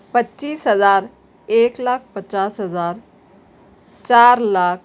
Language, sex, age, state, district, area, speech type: Urdu, female, 30-45, Telangana, Hyderabad, urban, spontaneous